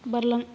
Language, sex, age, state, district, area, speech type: Bodo, female, 30-45, Assam, Kokrajhar, rural, read